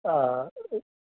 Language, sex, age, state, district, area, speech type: Tamil, male, 18-30, Tamil Nadu, Nilgiris, urban, conversation